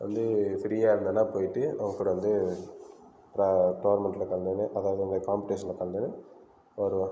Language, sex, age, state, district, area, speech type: Tamil, male, 30-45, Tamil Nadu, Viluppuram, rural, spontaneous